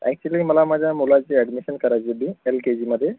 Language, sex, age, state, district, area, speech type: Marathi, male, 60+, Maharashtra, Akola, rural, conversation